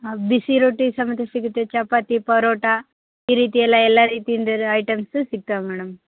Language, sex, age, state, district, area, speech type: Kannada, female, 30-45, Karnataka, Vijayanagara, rural, conversation